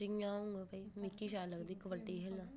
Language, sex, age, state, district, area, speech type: Dogri, female, 30-45, Jammu and Kashmir, Udhampur, rural, spontaneous